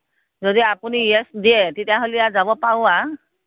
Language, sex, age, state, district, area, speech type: Assamese, female, 60+, Assam, Morigaon, rural, conversation